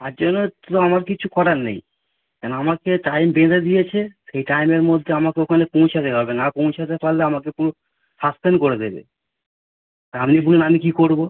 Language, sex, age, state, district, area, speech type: Bengali, male, 30-45, West Bengal, Howrah, urban, conversation